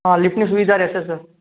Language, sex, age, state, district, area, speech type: Gujarati, male, 45-60, Gujarat, Mehsana, rural, conversation